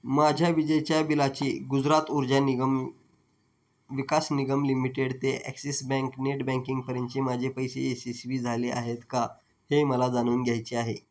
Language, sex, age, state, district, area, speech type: Marathi, male, 30-45, Maharashtra, Osmanabad, rural, read